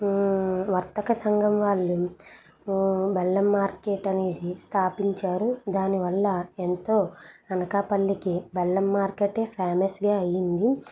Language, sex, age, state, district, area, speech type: Telugu, female, 30-45, Andhra Pradesh, Anakapalli, urban, spontaneous